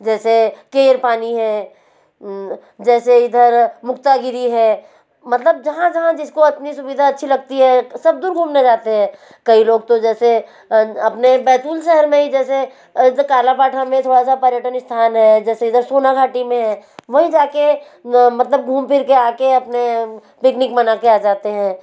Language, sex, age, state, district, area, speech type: Hindi, female, 45-60, Madhya Pradesh, Betul, urban, spontaneous